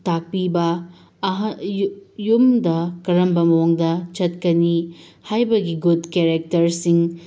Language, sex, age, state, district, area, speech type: Manipuri, female, 30-45, Manipur, Tengnoupal, urban, spontaneous